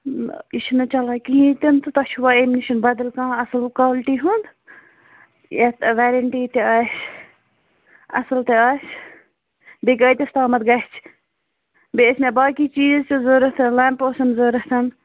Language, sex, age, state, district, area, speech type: Kashmiri, female, 45-60, Jammu and Kashmir, Baramulla, urban, conversation